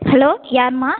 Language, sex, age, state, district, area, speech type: Tamil, female, 18-30, Tamil Nadu, Cuddalore, rural, conversation